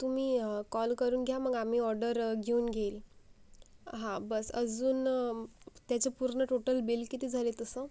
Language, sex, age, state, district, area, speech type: Marathi, female, 18-30, Maharashtra, Akola, rural, spontaneous